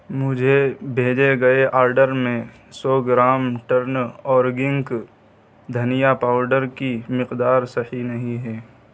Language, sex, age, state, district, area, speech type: Urdu, male, 30-45, Uttar Pradesh, Muzaffarnagar, urban, read